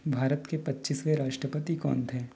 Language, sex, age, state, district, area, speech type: Hindi, male, 45-60, Madhya Pradesh, Balaghat, rural, read